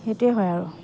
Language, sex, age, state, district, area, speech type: Assamese, female, 45-60, Assam, Dhemaji, rural, spontaneous